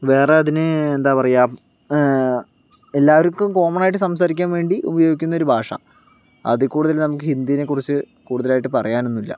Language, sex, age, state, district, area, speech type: Malayalam, male, 30-45, Kerala, Palakkad, rural, spontaneous